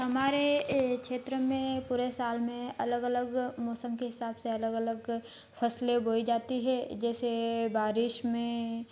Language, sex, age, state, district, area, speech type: Hindi, female, 18-30, Madhya Pradesh, Ujjain, rural, spontaneous